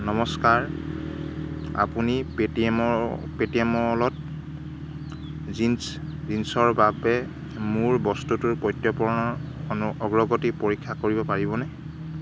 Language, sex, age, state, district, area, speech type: Assamese, male, 30-45, Assam, Golaghat, rural, read